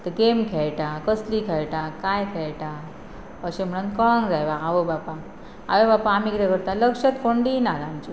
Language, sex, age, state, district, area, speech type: Goan Konkani, female, 30-45, Goa, Pernem, rural, spontaneous